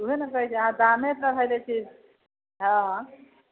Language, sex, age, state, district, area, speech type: Maithili, female, 60+, Bihar, Sitamarhi, rural, conversation